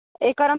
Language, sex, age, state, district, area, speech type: Sanskrit, female, 18-30, Karnataka, Belgaum, rural, conversation